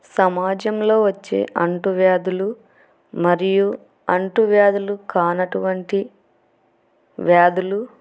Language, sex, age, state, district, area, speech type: Telugu, female, 45-60, Andhra Pradesh, Kurnool, urban, spontaneous